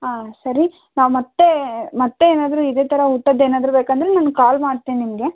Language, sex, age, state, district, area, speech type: Kannada, female, 18-30, Karnataka, Davanagere, rural, conversation